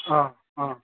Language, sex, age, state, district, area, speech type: Bodo, male, 30-45, Assam, Udalguri, urban, conversation